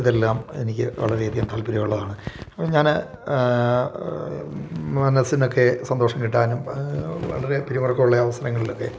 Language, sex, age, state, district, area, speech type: Malayalam, male, 45-60, Kerala, Idukki, rural, spontaneous